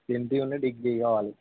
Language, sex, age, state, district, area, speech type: Telugu, male, 18-30, Telangana, Jangaon, urban, conversation